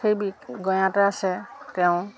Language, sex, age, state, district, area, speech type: Assamese, female, 60+, Assam, Majuli, urban, spontaneous